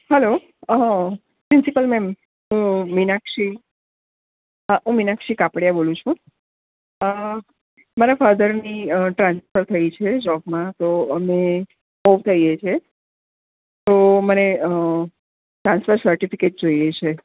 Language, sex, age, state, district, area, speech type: Gujarati, female, 45-60, Gujarat, Valsad, rural, conversation